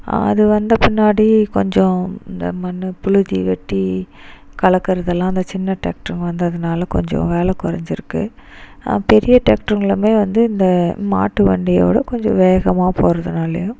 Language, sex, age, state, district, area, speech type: Tamil, female, 30-45, Tamil Nadu, Dharmapuri, rural, spontaneous